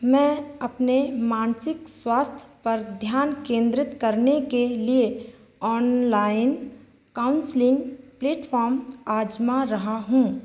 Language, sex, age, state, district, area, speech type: Hindi, female, 30-45, Madhya Pradesh, Seoni, rural, read